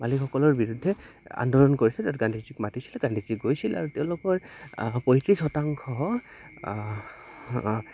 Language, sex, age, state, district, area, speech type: Assamese, male, 18-30, Assam, Goalpara, rural, spontaneous